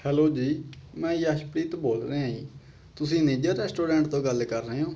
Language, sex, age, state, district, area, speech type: Punjabi, male, 18-30, Punjab, Patiala, rural, spontaneous